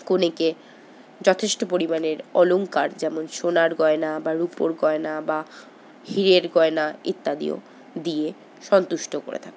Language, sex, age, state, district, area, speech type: Bengali, female, 60+, West Bengal, Paschim Bardhaman, urban, spontaneous